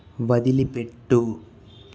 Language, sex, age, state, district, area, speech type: Telugu, male, 45-60, Andhra Pradesh, Chittoor, urban, read